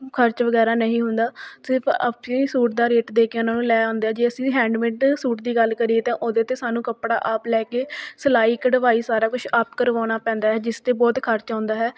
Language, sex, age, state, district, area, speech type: Punjabi, female, 45-60, Punjab, Shaheed Bhagat Singh Nagar, urban, spontaneous